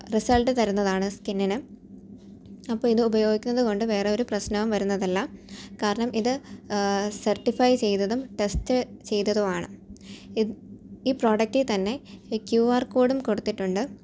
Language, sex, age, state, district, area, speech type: Malayalam, female, 18-30, Kerala, Thiruvananthapuram, urban, spontaneous